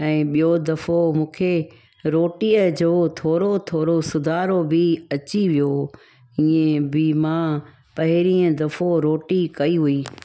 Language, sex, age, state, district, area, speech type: Sindhi, female, 45-60, Gujarat, Junagadh, rural, spontaneous